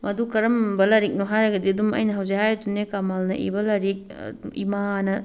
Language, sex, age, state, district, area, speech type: Manipuri, female, 30-45, Manipur, Tengnoupal, rural, spontaneous